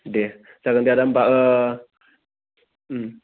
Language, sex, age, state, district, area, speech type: Bodo, male, 30-45, Assam, Baksa, rural, conversation